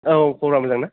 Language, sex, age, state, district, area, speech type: Bodo, male, 30-45, Assam, Kokrajhar, rural, conversation